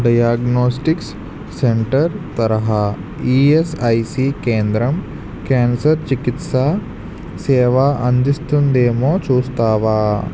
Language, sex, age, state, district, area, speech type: Telugu, male, 45-60, Andhra Pradesh, East Godavari, urban, read